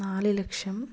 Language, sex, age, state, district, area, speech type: Malayalam, female, 30-45, Kerala, Kannur, rural, spontaneous